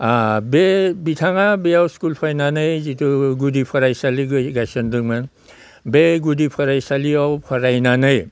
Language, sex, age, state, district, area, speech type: Bodo, male, 60+, Assam, Udalguri, rural, spontaneous